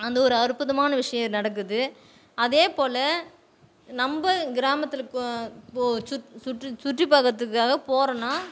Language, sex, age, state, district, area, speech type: Tamil, female, 30-45, Tamil Nadu, Tiruvannamalai, rural, spontaneous